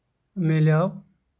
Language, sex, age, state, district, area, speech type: Kashmiri, male, 18-30, Jammu and Kashmir, Kupwara, rural, spontaneous